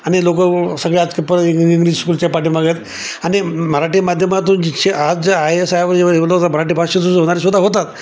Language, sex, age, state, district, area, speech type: Marathi, male, 60+, Maharashtra, Nanded, rural, spontaneous